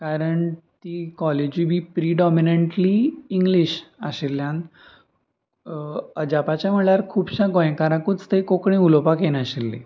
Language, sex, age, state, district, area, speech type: Goan Konkani, male, 18-30, Goa, Ponda, rural, spontaneous